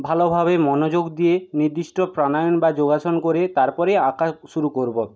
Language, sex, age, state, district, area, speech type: Bengali, male, 60+, West Bengal, Jhargram, rural, spontaneous